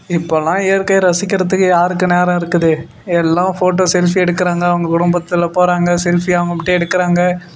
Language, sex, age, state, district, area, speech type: Tamil, male, 18-30, Tamil Nadu, Perambalur, rural, spontaneous